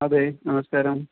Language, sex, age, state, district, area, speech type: Malayalam, male, 30-45, Kerala, Kasaragod, rural, conversation